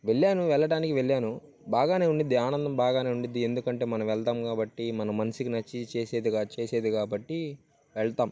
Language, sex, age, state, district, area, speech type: Telugu, male, 18-30, Andhra Pradesh, Bapatla, urban, spontaneous